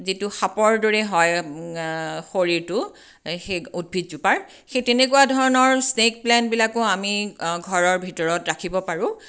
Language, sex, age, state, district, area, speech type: Assamese, female, 45-60, Assam, Tinsukia, urban, spontaneous